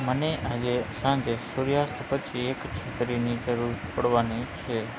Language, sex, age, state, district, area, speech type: Gujarati, male, 45-60, Gujarat, Morbi, rural, read